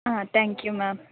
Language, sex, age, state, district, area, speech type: Kannada, female, 18-30, Karnataka, Ramanagara, rural, conversation